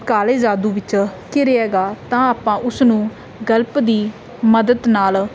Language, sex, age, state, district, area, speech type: Punjabi, female, 18-30, Punjab, Mansa, rural, spontaneous